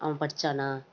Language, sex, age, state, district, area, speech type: Tamil, female, 18-30, Tamil Nadu, Tiruvannamalai, urban, spontaneous